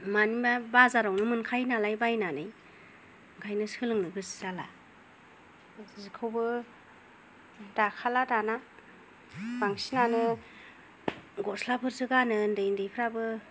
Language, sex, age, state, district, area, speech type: Bodo, female, 45-60, Assam, Kokrajhar, rural, spontaneous